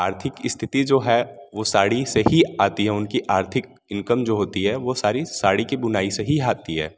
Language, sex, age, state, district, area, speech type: Hindi, male, 18-30, Uttar Pradesh, Varanasi, rural, spontaneous